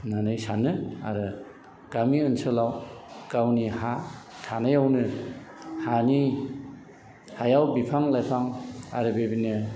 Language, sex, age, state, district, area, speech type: Bodo, male, 45-60, Assam, Chirang, rural, spontaneous